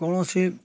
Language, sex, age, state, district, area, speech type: Odia, male, 60+, Odisha, Kalahandi, rural, spontaneous